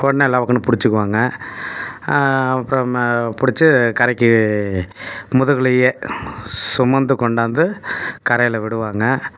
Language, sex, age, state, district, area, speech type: Tamil, male, 60+, Tamil Nadu, Tiruchirappalli, rural, spontaneous